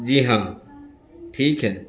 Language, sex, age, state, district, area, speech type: Urdu, male, 60+, Bihar, Gaya, urban, spontaneous